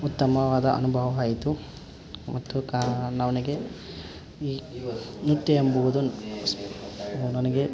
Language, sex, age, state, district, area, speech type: Kannada, male, 18-30, Karnataka, Koppal, rural, spontaneous